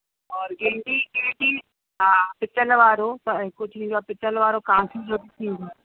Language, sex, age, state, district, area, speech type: Sindhi, female, 45-60, Uttar Pradesh, Lucknow, urban, conversation